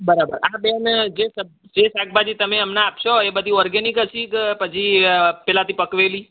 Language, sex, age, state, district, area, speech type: Gujarati, male, 18-30, Gujarat, Mehsana, rural, conversation